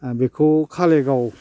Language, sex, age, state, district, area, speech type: Bodo, male, 45-60, Assam, Baksa, rural, spontaneous